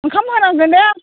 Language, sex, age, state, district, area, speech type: Bodo, female, 60+, Assam, Chirang, rural, conversation